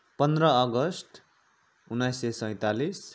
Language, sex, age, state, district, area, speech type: Nepali, male, 30-45, West Bengal, Kalimpong, rural, spontaneous